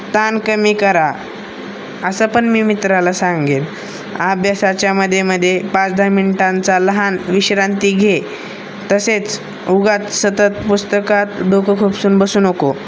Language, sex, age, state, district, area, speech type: Marathi, male, 18-30, Maharashtra, Osmanabad, rural, spontaneous